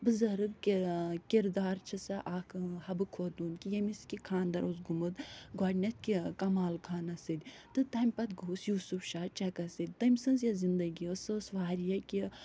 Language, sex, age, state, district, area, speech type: Kashmiri, female, 45-60, Jammu and Kashmir, Budgam, rural, spontaneous